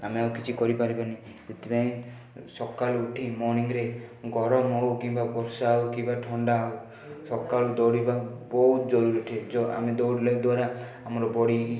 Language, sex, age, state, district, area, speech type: Odia, male, 18-30, Odisha, Rayagada, urban, spontaneous